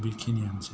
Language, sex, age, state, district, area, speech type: Bodo, male, 45-60, Assam, Kokrajhar, rural, spontaneous